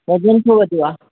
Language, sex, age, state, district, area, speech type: Sindhi, female, 45-60, Maharashtra, Thane, urban, conversation